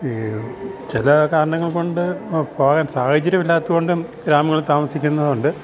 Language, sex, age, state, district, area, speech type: Malayalam, male, 60+, Kerala, Idukki, rural, spontaneous